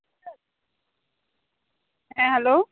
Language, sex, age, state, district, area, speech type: Santali, female, 30-45, West Bengal, Birbhum, rural, conversation